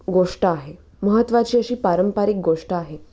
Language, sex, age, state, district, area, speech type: Marathi, female, 18-30, Maharashtra, Nashik, urban, spontaneous